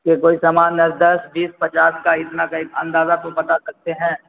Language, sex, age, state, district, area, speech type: Urdu, male, 45-60, Bihar, Supaul, rural, conversation